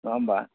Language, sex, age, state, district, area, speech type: Bodo, male, 45-60, Assam, Udalguri, urban, conversation